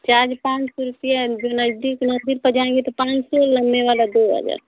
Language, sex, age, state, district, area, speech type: Hindi, female, 30-45, Uttar Pradesh, Ghazipur, rural, conversation